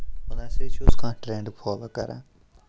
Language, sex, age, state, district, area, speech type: Kashmiri, male, 30-45, Jammu and Kashmir, Kupwara, rural, spontaneous